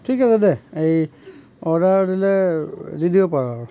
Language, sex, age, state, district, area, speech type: Assamese, male, 45-60, Assam, Sivasagar, rural, spontaneous